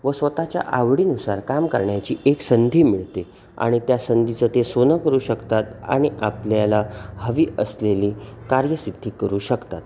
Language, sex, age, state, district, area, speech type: Marathi, male, 30-45, Maharashtra, Sindhudurg, rural, spontaneous